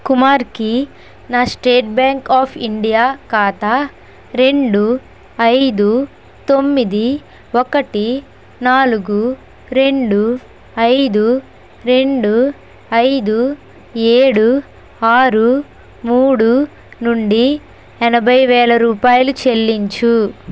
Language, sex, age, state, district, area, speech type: Telugu, female, 18-30, Andhra Pradesh, Kakinada, rural, read